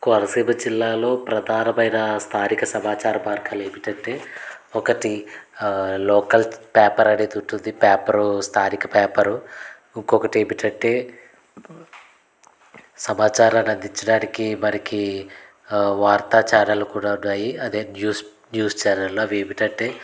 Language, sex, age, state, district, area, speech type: Telugu, male, 30-45, Andhra Pradesh, Konaseema, rural, spontaneous